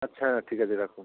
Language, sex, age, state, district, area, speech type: Bengali, male, 18-30, West Bengal, South 24 Parganas, rural, conversation